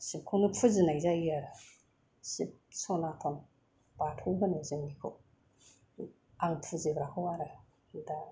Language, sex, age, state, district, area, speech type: Bodo, female, 45-60, Assam, Kokrajhar, rural, spontaneous